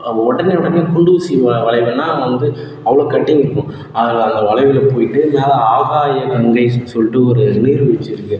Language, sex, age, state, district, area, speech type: Tamil, male, 18-30, Tamil Nadu, Cuddalore, rural, spontaneous